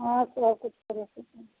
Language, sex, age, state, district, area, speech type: Maithili, female, 30-45, Bihar, Madhepura, rural, conversation